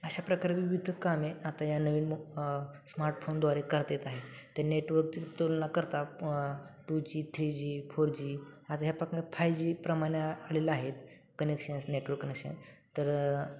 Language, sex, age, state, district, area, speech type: Marathi, male, 18-30, Maharashtra, Satara, urban, spontaneous